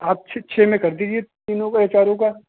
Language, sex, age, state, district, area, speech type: Hindi, male, 30-45, Uttar Pradesh, Hardoi, rural, conversation